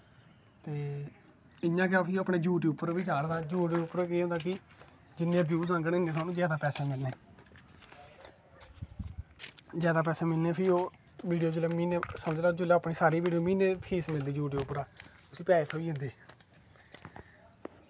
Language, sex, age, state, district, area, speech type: Dogri, male, 18-30, Jammu and Kashmir, Kathua, rural, spontaneous